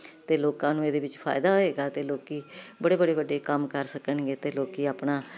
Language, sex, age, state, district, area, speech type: Punjabi, female, 60+, Punjab, Jalandhar, urban, spontaneous